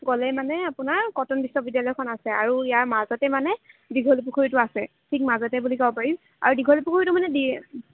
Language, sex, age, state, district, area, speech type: Assamese, female, 18-30, Assam, Kamrup Metropolitan, urban, conversation